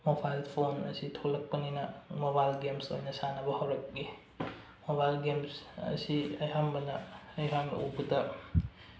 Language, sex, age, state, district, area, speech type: Manipuri, male, 18-30, Manipur, Bishnupur, rural, spontaneous